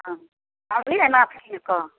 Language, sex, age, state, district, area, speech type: Maithili, female, 45-60, Bihar, Samastipur, rural, conversation